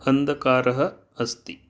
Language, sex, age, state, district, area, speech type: Sanskrit, male, 45-60, Karnataka, Dakshina Kannada, urban, read